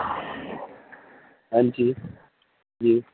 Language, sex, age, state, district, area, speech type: Dogri, male, 30-45, Jammu and Kashmir, Reasi, urban, conversation